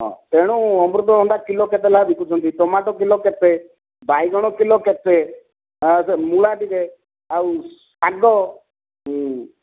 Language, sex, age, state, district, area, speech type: Odia, male, 60+, Odisha, Kandhamal, rural, conversation